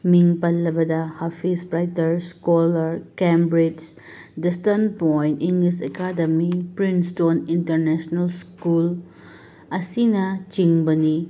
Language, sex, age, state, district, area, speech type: Manipuri, female, 30-45, Manipur, Tengnoupal, urban, spontaneous